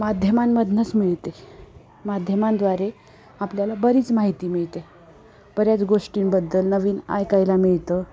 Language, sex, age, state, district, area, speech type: Marathi, female, 45-60, Maharashtra, Osmanabad, rural, spontaneous